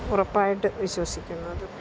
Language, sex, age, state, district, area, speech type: Malayalam, female, 60+, Kerala, Thiruvananthapuram, rural, spontaneous